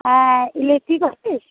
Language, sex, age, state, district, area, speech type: Bengali, female, 45-60, West Bengal, Hooghly, rural, conversation